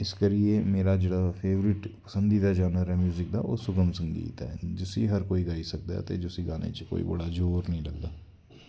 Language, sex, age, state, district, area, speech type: Dogri, male, 30-45, Jammu and Kashmir, Udhampur, rural, spontaneous